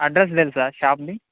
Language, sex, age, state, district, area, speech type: Telugu, male, 18-30, Telangana, Khammam, urban, conversation